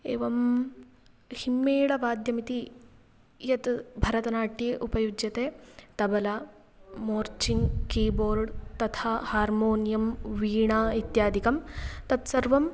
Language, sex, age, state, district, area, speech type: Sanskrit, female, 18-30, Karnataka, Uttara Kannada, rural, spontaneous